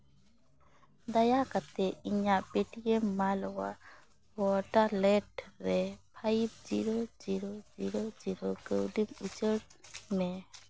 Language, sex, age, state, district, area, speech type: Santali, female, 18-30, West Bengal, Malda, rural, read